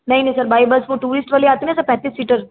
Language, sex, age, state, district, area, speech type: Hindi, female, 30-45, Rajasthan, Jodhpur, urban, conversation